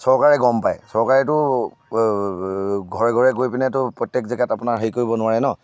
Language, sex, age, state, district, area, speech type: Assamese, male, 60+, Assam, Charaideo, urban, spontaneous